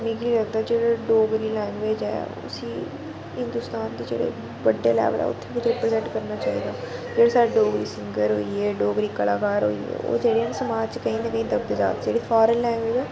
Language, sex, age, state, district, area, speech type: Dogri, female, 30-45, Jammu and Kashmir, Reasi, urban, spontaneous